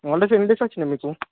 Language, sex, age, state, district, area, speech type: Telugu, male, 18-30, Telangana, Peddapalli, rural, conversation